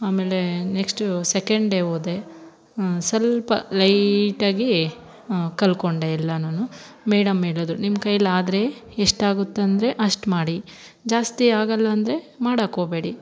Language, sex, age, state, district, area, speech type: Kannada, female, 30-45, Karnataka, Bangalore Rural, rural, spontaneous